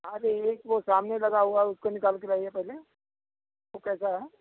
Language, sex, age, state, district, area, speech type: Hindi, male, 60+, Uttar Pradesh, Sitapur, rural, conversation